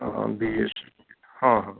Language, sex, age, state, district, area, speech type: Punjabi, male, 60+, Punjab, Amritsar, urban, conversation